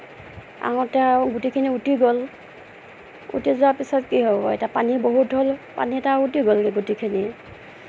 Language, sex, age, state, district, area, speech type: Assamese, female, 30-45, Assam, Nagaon, rural, spontaneous